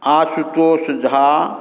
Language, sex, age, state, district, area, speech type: Maithili, male, 45-60, Bihar, Saharsa, urban, spontaneous